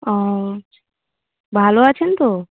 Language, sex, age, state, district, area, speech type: Bengali, female, 18-30, West Bengal, Darjeeling, urban, conversation